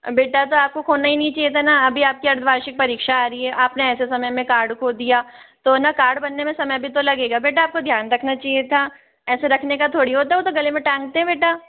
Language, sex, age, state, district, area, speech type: Hindi, female, 60+, Rajasthan, Jaipur, urban, conversation